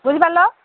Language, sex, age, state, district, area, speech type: Odia, female, 30-45, Odisha, Sambalpur, rural, conversation